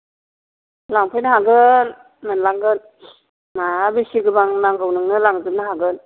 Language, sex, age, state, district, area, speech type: Bodo, female, 45-60, Assam, Chirang, rural, conversation